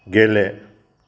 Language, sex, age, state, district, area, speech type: Bodo, male, 60+, Assam, Kokrajhar, rural, read